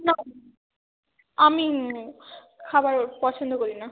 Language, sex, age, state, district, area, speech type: Bengali, female, 30-45, West Bengal, Hooghly, urban, conversation